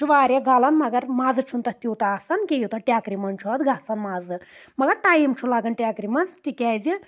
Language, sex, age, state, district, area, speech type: Kashmiri, female, 18-30, Jammu and Kashmir, Anantnag, rural, spontaneous